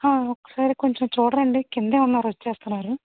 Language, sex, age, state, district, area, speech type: Telugu, female, 45-60, Andhra Pradesh, East Godavari, rural, conversation